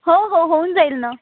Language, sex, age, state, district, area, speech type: Marathi, female, 18-30, Maharashtra, Wardha, rural, conversation